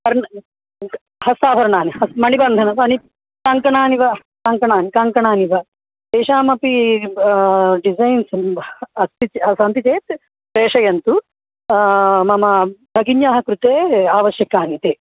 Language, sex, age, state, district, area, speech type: Sanskrit, female, 30-45, Andhra Pradesh, Krishna, urban, conversation